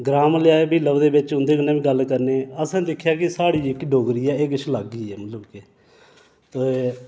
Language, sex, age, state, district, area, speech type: Dogri, male, 30-45, Jammu and Kashmir, Reasi, urban, spontaneous